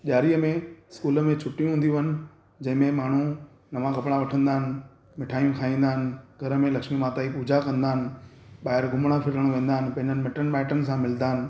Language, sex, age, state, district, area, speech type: Sindhi, male, 30-45, Gujarat, Surat, urban, spontaneous